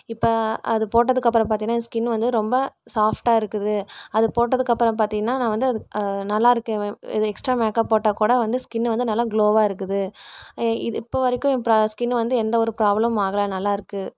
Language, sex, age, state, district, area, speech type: Tamil, female, 18-30, Tamil Nadu, Erode, rural, spontaneous